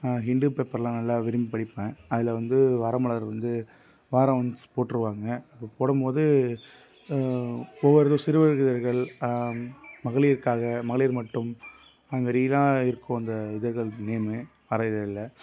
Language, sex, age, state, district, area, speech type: Tamil, male, 18-30, Tamil Nadu, Tiruppur, rural, spontaneous